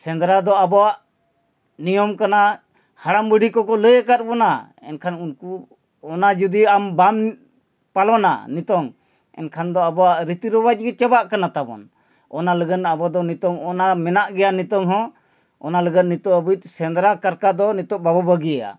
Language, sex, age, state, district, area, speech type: Santali, male, 45-60, Jharkhand, Bokaro, rural, spontaneous